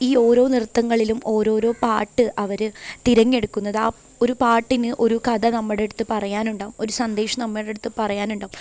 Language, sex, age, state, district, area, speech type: Malayalam, female, 18-30, Kerala, Pathanamthitta, urban, spontaneous